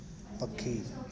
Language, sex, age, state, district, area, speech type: Sindhi, male, 18-30, Delhi, South Delhi, urban, read